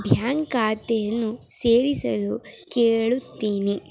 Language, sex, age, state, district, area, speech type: Kannada, female, 18-30, Karnataka, Chamarajanagar, rural, spontaneous